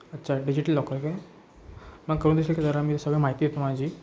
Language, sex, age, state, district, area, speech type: Marathi, male, 18-30, Maharashtra, Ratnagiri, rural, spontaneous